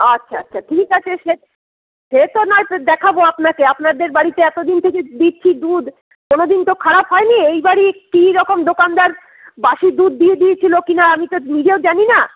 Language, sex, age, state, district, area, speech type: Bengali, female, 45-60, West Bengal, Paschim Bardhaman, urban, conversation